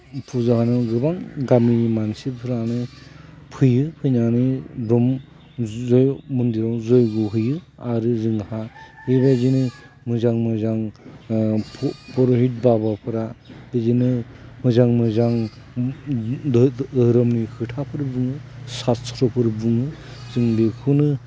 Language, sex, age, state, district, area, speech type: Bodo, male, 45-60, Assam, Udalguri, rural, spontaneous